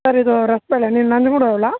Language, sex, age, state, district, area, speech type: Kannada, male, 18-30, Karnataka, Chamarajanagar, rural, conversation